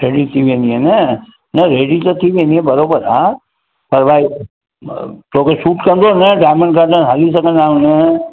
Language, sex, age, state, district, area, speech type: Sindhi, male, 60+, Maharashtra, Mumbai Suburban, urban, conversation